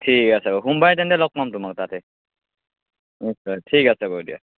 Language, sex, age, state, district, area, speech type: Assamese, male, 18-30, Assam, Majuli, rural, conversation